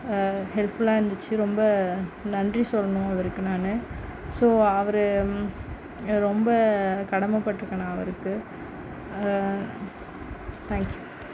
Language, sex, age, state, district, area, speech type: Tamil, female, 30-45, Tamil Nadu, Mayiladuthurai, urban, spontaneous